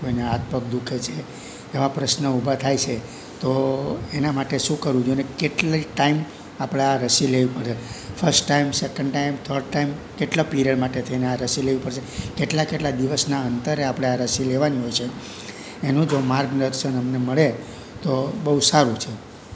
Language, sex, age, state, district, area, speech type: Gujarati, male, 60+, Gujarat, Rajkot, rural, spontaneous